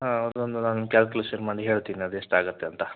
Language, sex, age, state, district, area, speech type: Kannada, male, 18-30, Karnataka, Shimoga, rural, conversation